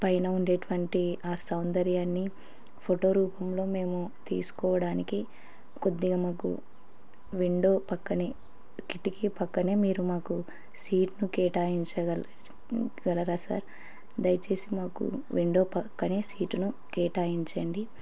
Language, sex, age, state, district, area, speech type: Telugu, female, 30-45, Andhra Pradesh, Kurnool, rural, spontaneous